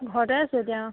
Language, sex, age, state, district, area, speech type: Assamese, female, 30-45, Assam, Sivasagar, rural, conversation